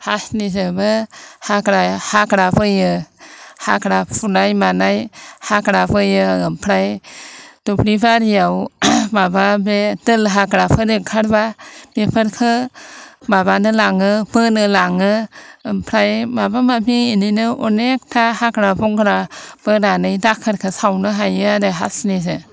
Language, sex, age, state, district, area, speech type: Bodo, female, 60+, Assam, Chirang, rural, spontaneous